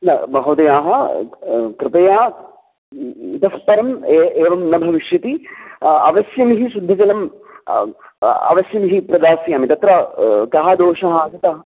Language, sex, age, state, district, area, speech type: Sanskrit, male, 30-45, Kerala, Palakkad, urban, conversation